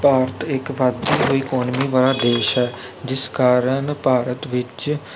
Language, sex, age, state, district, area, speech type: Punjabi, male, 18-30, Punjab, Kapurthala, urban, spontaneous